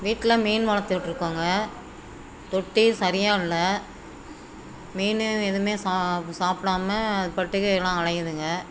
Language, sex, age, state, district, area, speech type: Tamil, female, 60+, Tamil Nadu, Namakkal, rural, spontaneous